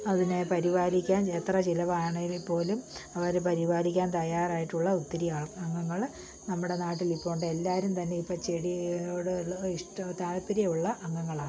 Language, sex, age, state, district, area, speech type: Malayalam, female, 45-60, Kerala, Kottayam, rural, spontaneous